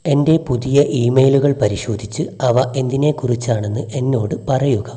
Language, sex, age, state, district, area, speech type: Malayalam, male, 18-30, Kerala, Wayanad, rural, read